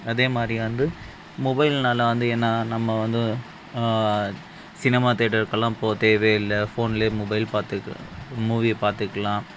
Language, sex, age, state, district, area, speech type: Tamil, male, 30-45, Tamil Nadu, Krishnagiri, rural, spontaneous